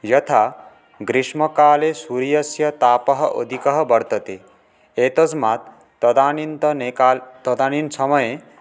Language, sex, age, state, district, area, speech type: Sanskrit, male, 18-30, West Bengal, Paschim Medinipur, urban, spontaneous